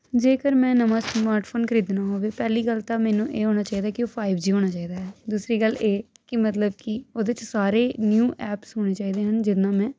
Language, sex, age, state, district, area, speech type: Punjabi, female, 18-30, Punjab, Hoshiarpur, urban, spontaneous